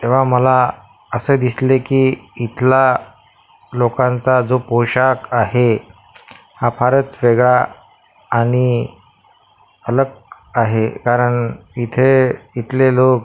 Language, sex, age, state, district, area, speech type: Marathi, male, 30-45, Maharashtra, Akola, urban, spontaneous